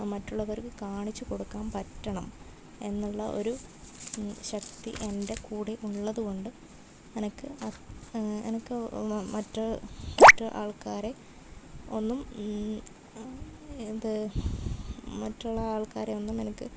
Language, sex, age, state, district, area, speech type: Malayalam, female, 30-45, Kerala, Kasaragod, rural, spontaneous